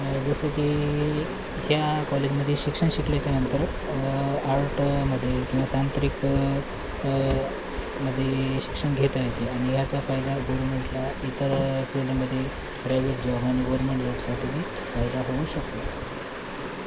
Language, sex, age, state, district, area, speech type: Marathi, male, 45-60, Maharashtra, Nanded, rural, spontaneous